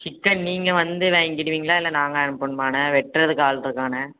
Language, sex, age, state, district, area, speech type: Tamil, male, 18-30, Tamil Nadu, Thoothukudi, rural, conversation